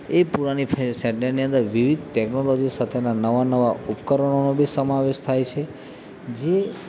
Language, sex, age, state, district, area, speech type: Gujarati, male, 30-45, Gujarat, Narmada, urban, spontaneous